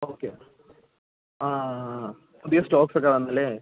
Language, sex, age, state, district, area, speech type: Malayalam, male, 30-45, Kerala, Idukki, rural, conversation